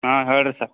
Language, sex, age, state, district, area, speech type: Kannada, male, 18-30, Karnataka, Gulbarga, urban, conversation